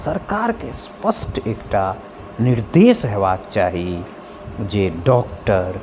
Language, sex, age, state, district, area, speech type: Maithili, male, 45-60, Bihar, Madhubani, rural, spontaneous